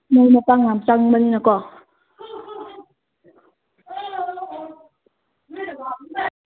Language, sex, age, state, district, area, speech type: Manipuri, female, 18-30, Manipur, Kangpokpi, urban, conversation